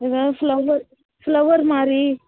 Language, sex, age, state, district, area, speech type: Tamil, female, 18-30, Tamil Nadu, Thanjavur, rural, conversation